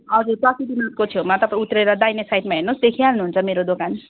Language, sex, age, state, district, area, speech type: Nepali, female, 30-45, West Bengal, Darjeeling, rural, conversation